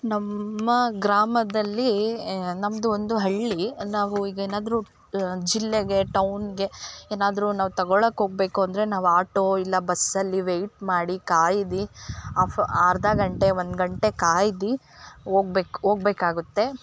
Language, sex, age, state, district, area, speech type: Kannada, female, 18-30, Karnataka, Chikkamagaluru, rural, spontaneous